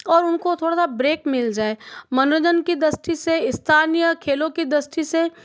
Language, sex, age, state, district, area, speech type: Hindi, female, 18-30, Rajasthan, Jodhpur, urban, spontaneous